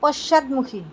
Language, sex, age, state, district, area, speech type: Assamese, female, 30-45, Assam, Kamrup Metropolitan, urban, read